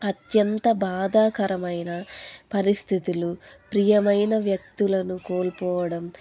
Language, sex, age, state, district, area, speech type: Telugu, female, 18-30, Andhra Pradesh, Anantapur, rural, spontaneous